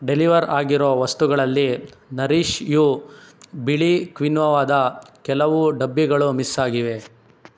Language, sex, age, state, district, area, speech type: Kannada, male, 18-30, Karnataka, Chikkaballapur, rural, read